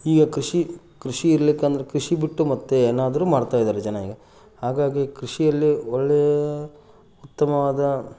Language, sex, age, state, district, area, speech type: Kannada, male, 30-45, Karnataka, Gadag, rural, spontaneous